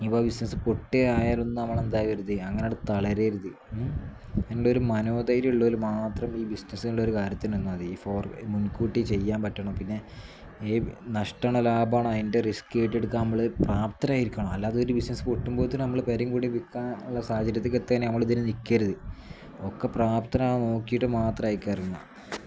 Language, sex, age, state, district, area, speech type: Malayalam, male, 18-30, Kerala, Malappuram, rural, spontaneous